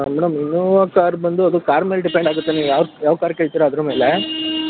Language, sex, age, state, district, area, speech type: Kannada, male, 18-30, Karnataka, Mandya, rural, conversation